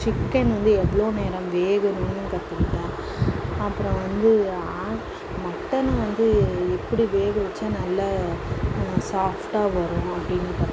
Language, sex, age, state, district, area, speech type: Tamil, female, 45-60, Tamil Nadu, Mayiladuthurai, rural, spontaneous